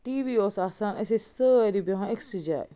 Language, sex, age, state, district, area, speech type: Kashmiri, female, 18-30, Jammu and Kashmir, Baramulla, rural, spontaneous